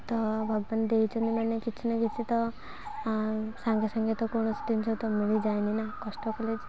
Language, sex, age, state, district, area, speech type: Odia, female, 18-30, Odisha, Kendrapara, urban, spontaneous